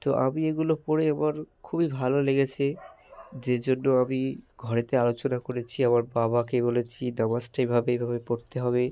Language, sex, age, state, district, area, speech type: Bengali, male, 18-30, West Bengal, Hooghly, urban, spontaneous